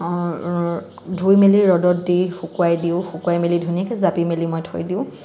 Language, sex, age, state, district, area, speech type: Assamese, female, 18-30, Assam, Tinsukia, rural, spontaneous